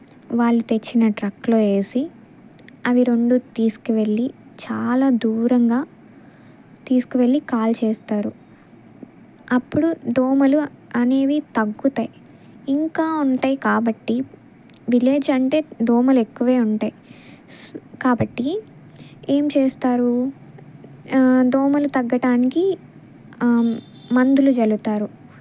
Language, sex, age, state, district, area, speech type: Telugu, female, 18-30, Andhra Pradesh, Bapatla, rural, spontaneous